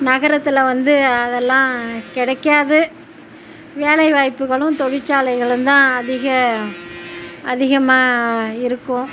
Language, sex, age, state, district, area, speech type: Tamil, female, 45-60, Tamil Nadu, Tiruchirappalli, rural, spontaneous